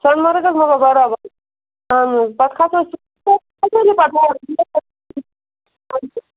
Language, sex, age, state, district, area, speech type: Kashmiri, female, 30-45, Jammu and Kashmir, Bandipora, rural, conversation